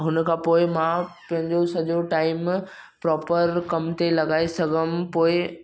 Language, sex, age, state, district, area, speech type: Sindhi, male, 18-30, Maharashtra, Mumbai Suburban, urban, spontaneous